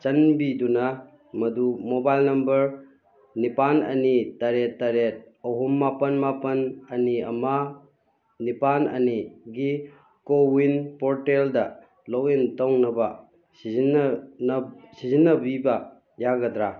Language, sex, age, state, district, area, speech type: Manipuri, male, 30-45, Manipur, Kakching, rural, read